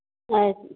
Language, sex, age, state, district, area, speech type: Kannada, female, 30-45, Karnataka, Udupi, rural, conversation